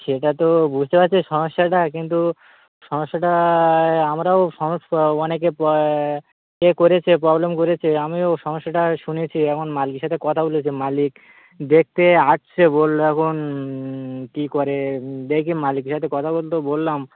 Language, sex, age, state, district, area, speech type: Bengali, male, 18-30, West Bengal, Birbhum, urban, conversation